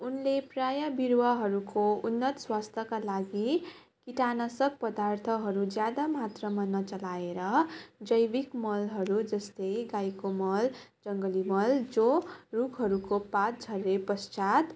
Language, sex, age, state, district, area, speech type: Nepali, female, 18-30, West Bengal, Darjeeling, rural, spontaneous